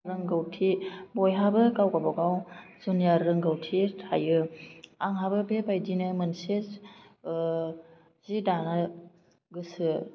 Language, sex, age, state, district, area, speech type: Bodo, female, 30-45, Assam, Baksa, rural, spontaneous